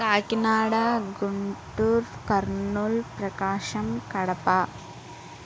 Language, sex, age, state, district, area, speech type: Telugu, female, 60+, Andhra Pradesh, Kakinada, rural, spontaneous